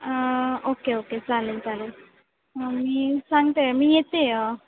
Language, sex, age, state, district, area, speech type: Marathi, female, 18-30, Maharashtra, Sindhudurg, rural, conversation